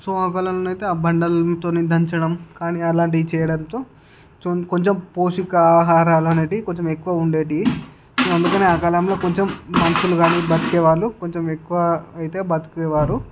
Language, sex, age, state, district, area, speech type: Telugu, male, 60+, Andhra Pradesh, Visakhapatnam, urban, spontaneous